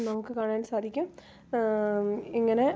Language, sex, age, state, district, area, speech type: Malayalam, female, 30-45, Kerala, Idukki, rural, spontaneous